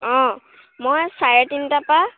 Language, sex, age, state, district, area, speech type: Assamese, female, 18-30, Assam, Nagaon, rural, conversation